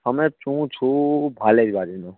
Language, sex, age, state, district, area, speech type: Gujarati, male, 18-30, Gujarat, Anand, rural, conversation